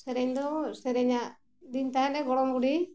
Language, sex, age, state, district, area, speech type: Santali, female, 45-60, Jharkhand, Bokaro, rural, spontaneous